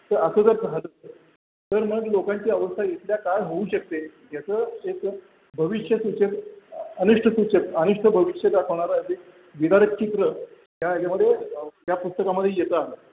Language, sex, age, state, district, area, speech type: Marathi, male, 60+, Maharashtra, Satara, urban, conversation